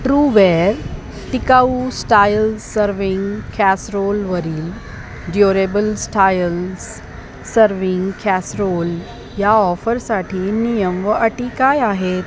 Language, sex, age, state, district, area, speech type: Marathi, female, 30-45, Maharashtra, Mumbai Suburban, urban, read